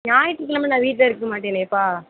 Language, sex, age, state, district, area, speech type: Tamil, female, 30-45, Tamil Nadu, Pudukkottai, rural, conversation